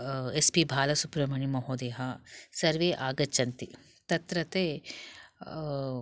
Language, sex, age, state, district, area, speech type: Sanskrit, female, 30-45, Karnataka, Bangalore Urban, urban, spontaneous